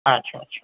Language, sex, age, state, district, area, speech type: Urdu, male, 18-30, Delhi, Central Delhi, urban, conversation